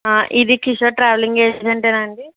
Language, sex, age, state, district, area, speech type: Telugu, female, 18-30, Andhra Pradesh, Kakinada, urban, conversation